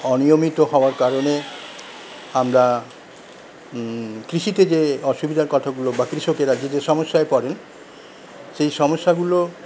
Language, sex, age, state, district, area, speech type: Bengali, male, 45-60, West Bengal, Paschim Bardhaman, rural, spontaneous